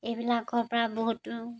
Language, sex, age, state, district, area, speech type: Assamese, female, 60+, Assam, Dibrugarh, rural, spontaneous